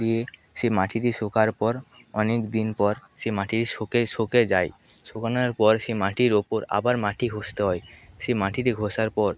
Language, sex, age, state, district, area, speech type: Bengali, male, 30-45, West Bengal, Nadia, rural, spontaneous